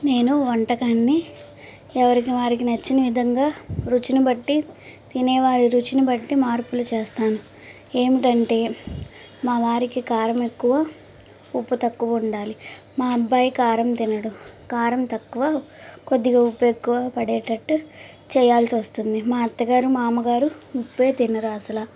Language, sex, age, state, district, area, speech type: Telugu, female, 18-30, Andhra Pradesh, Guntur, urban, spontaneous